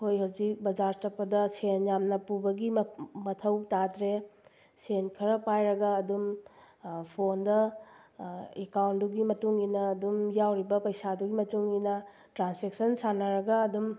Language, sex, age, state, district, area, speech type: Manipuri, female, 30-45, Manipur, Bishnupur, rural, spontaneous